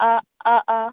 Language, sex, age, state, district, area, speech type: Assamese, female, 18-30, Assam, Nalbari, rural, conversation